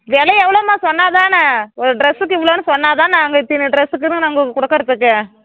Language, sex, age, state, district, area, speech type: Tamil, female, 30-45, Tamil Nadu, Tirupattur, rural, conversation